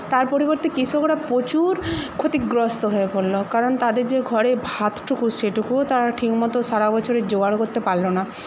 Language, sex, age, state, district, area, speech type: Bengali, female, 60+, West Bengal, Paschim Medinipur, rural, spontaneous